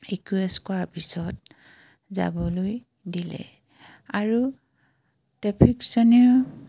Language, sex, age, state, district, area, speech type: Assamese, female, 45-60, Assam, Dibrugarh, rural, spontaneous